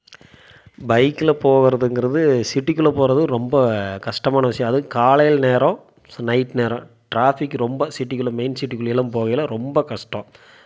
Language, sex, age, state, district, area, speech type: Tamil, male, 30-45, Tamil Nadu, Coimbatore, rural, spontaneous